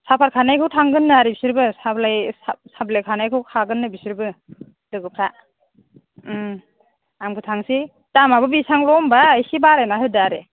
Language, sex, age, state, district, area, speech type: Bodo, female, 30-45, Assam, Udalguri, rural, conversation